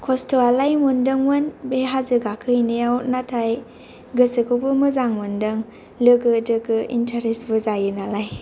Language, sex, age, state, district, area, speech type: Bodo, female, 18-30, Assam, Kokrajhar, rural, spontaneous